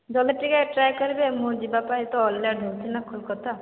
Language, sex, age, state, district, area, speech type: Odia, female, 60+, Odisha, Boudh, rural, conversation